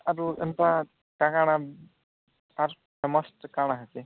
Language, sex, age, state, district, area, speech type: Odia, male, 18-30, Odisha, Nuapada, urban, conversation